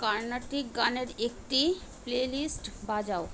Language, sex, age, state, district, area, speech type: Bengali, female, 45-60, West Bengal, Kolkata, urban, read